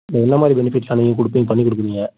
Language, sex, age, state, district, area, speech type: Tamil, male, 18-30, Tamil Nadu, Tiruchirappalli, rural, conversation